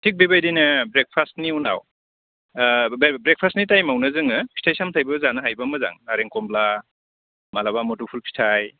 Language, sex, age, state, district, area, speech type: Bodo, male, 45-60, Assam, Udalguri, urban, conversation